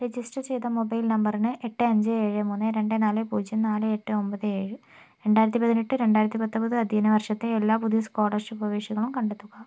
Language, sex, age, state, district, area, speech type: Malayalam, female, 45-60, Kerala, Kozhikode, urban, read